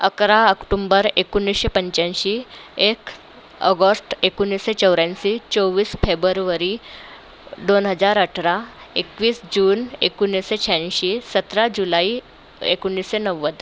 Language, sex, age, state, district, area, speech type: Marathi, female, 30-45, Maharashtra, Nagpur, urban, spontaneous